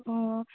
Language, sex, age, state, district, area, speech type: Manipuri, female, 18-30, Manipur, Thoubal, rural, conversation